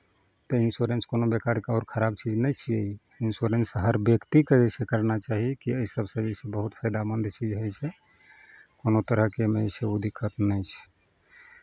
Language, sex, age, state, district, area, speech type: Maithili, male, 45-60, Bihar, Madhepura, rural, spontaneous